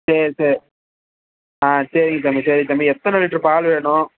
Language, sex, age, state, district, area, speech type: Tamil, male, 18-30, Tamil Nadu, Perambalur, rural, conversation